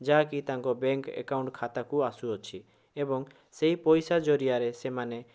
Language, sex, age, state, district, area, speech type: Odia, male, 18-30, Odisha, Bhadrak, rural, spontaneous